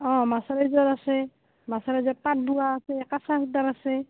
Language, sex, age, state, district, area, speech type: Assamese, female, 45-60, Assam, Goalpara, urban, conversation